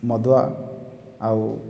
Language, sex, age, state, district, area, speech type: Odia, male, 18-30, Odisha, Boudh, rural, spontaneous